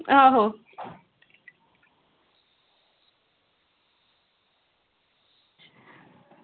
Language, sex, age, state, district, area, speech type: Dogri, female, 18-30, Jammu and Kashmir, Udhampur, rural, conversation